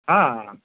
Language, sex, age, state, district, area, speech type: Gujarati, male, 45-60, Gujarat, Ahmedabad, urban, conversation